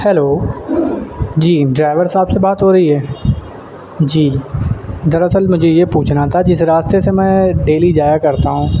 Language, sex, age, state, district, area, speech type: Urdu, male, 18-30, Uttar Pradesh, Shahjahanpur, urban, spontaneous